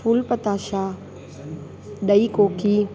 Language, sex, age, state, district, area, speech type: Sindhi, female, 30-45, Uttar Pradesh, Lucknow, rural, spontaneous